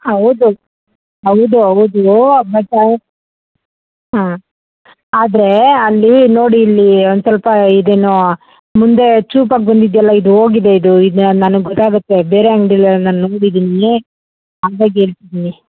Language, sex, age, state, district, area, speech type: Kannada, female, 30-45, Karnataka, Mandya, rural, conversation